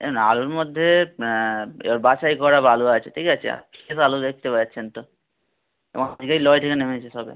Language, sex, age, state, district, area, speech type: Bengali, male, 18-30, West Bengal, Howrah, urban, conversation